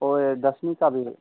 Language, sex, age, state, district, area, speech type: Hindi, male, 18-30, Bihar, Madhepura, rural, conversation